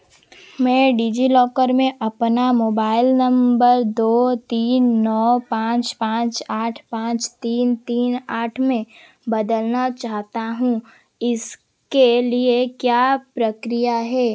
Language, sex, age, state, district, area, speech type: Hindi, female, 18-30, Madhya Pradesh, Seoni, urban, read